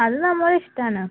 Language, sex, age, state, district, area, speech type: Malayalam, female, 18-30, Kerala, Malappuram, rural, conversation